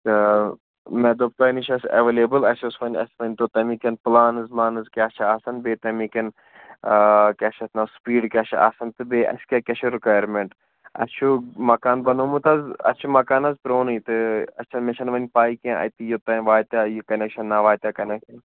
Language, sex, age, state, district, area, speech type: Kashmiri, male, 18-30, Jammu and Kashmir, Srinagar, urban, conversation